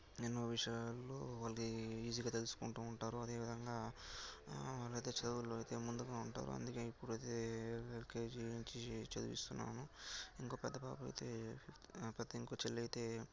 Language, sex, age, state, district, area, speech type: Telugu, male, 18-30, Andhra Pradesh, Sri Balaji, rural, spontaneous